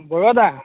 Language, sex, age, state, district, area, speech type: Assamese, male, 45-60, Assam, Dibrugarh, rural, conversation